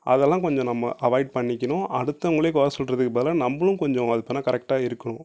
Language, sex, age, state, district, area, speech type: Tamil, male, 18-30, Tamil Nadu, Nagapattinam, urban, spontaneous